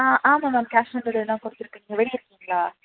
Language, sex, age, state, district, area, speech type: Tamil, female, 18-30, Tamil Nadu, Tenkasi, urban, conversation